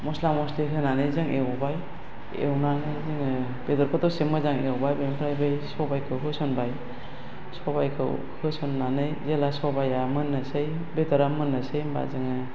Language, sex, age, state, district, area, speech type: Bodo, female, 60+, Assam, Chirang, rural, spontaneous